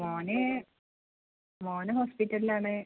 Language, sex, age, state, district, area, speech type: Malayalam, female, 45-60, Kerala, Kozhikode, urban, conversation